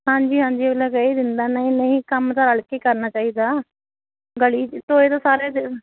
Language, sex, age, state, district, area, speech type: Punjabi, female, 30-45, Punjab, Muktsar, urban, conversation